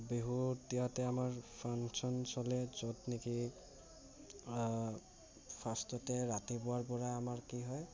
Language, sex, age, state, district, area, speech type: Assamese, female, 60+, Assam, Kamrup Metropolitan, urban, spontaneous